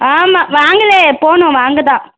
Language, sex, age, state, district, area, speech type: Tamil, female, 18-30, Tamil Nadu, Tirupattur, rural, conversation